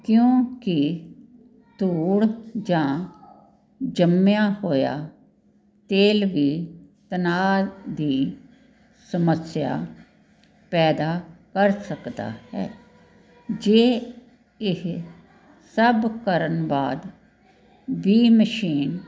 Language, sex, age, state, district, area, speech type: Punjabi, female, 60+, Punjab, Jalandhar, urban, spontaneous